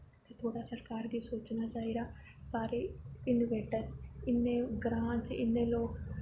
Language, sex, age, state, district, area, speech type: Dogri, female, 18-30, Jammu and Kashmir, Reasi, urban, spontaneous